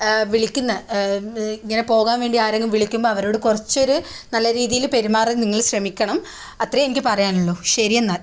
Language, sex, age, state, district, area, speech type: Malayalam, female, 18-30, Kerala, Kannur, rural, spontaneous